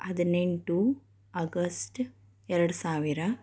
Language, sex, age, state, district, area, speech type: Kannada, female, 30-45, Karnataka, Chikkaballapur, rural, spontaneous